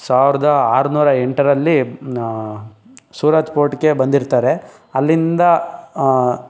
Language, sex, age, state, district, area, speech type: Kannada, male, 18-30, Karnataka, Tumkur, rural, spontaneous